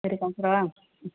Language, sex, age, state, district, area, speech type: Tamil, female, 30-45, Tamil Nadu, Pudukkottai, urban, conversation